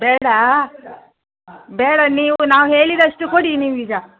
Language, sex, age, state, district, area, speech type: Kannada, female, 45-60, Karnataka, Udupi, rural, conversation